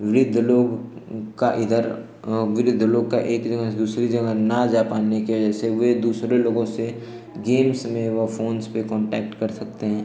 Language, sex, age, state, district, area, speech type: Hindi, male, 18-30, Uttar Pradesh, Ghazipur, rural, spontaneous